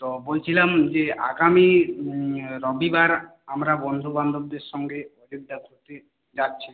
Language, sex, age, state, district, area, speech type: Bengali, male, 60+, West Bengal, Purulia, rural, conversation